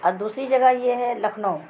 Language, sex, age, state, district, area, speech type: Urdu, female, 45-60, Bihar, Araria, rural, spontaneous